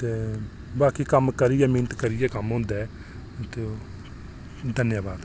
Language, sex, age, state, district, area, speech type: Dogri, male, 18-30, Jammu and Kashmir, Reasi, rural, spontaneous